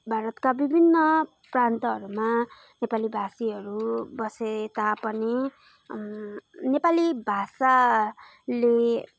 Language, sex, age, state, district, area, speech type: Nepali, female, 18-30, West Bengal, Darjeeling, rural, spontaneous